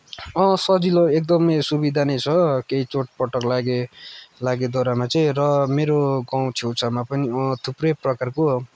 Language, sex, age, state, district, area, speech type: Nepali, male, 18-30, West Bengal, Kalimpong, rural, spontaneous